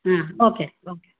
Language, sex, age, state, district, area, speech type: Kannada, female, 60+, Karnataka, Gulbarga, urban, conversation